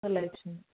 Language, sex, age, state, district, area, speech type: Bodo, female, 30-45, Assam, Kokrajhar, rural, conversation